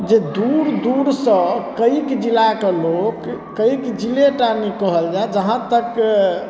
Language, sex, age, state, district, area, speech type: Maithili, male, 30-45, Bihar, Darbhanga, urban, spontaneous